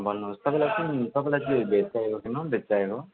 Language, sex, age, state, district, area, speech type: Nepali, male, 18-30, West Bengal, Alipurduar, rural, conversation